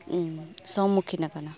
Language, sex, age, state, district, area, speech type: Santali, female, 18-30, West Bengal, Birbhum, rural, spontaneous